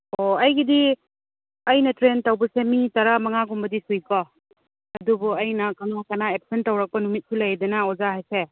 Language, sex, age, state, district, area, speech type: Manipuri, female, 30-45, Manipur, Senapati, rural, conversation